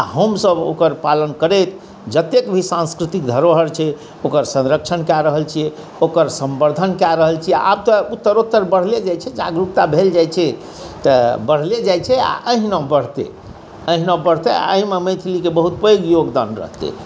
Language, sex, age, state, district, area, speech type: Maithili, male, 45-60, Bihar, Saharsa, urban, spontaneous